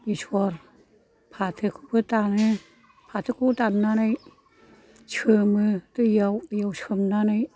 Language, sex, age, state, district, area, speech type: Bodo, female, 60+, Assam, Kokrajhar, rural, spontaneous